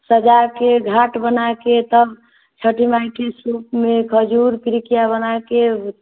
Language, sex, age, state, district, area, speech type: Hindi, female, 30-45, Bihar, Vaishali, rural, conversation